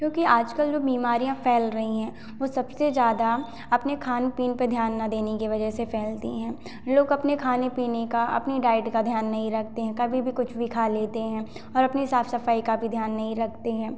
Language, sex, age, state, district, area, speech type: Hindi, female, 18-30, Madhya Pradesh, Hoshangabad, rural, spontaneous